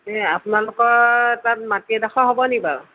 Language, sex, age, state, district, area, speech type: Assamese, female, 60+, Assam, Golaghat, urban, conversation